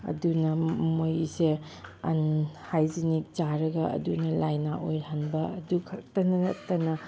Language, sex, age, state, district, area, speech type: Manipuri, female, 30-45, Manipur, Chandel, rural, spontaneous